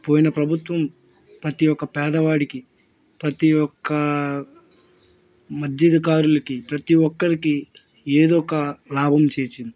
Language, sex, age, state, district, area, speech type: Telugu, male, 18-30, Andhra Pradesh, Bapatla, rural, spontaneous